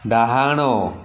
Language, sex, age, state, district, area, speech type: Odia, male, 60+, Odisha, Puri, urban, read